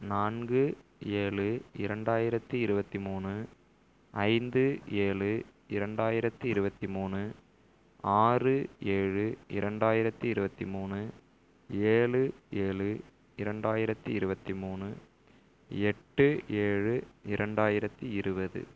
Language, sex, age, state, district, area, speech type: Tamil, male, 30-45, Tamil Nadu, Tiruvarur, rural, spontaneous